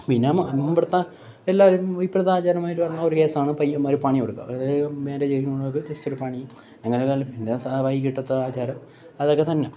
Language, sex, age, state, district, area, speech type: Malayalam, male, 18-30, Kerala, Kollam, rural, spontaneous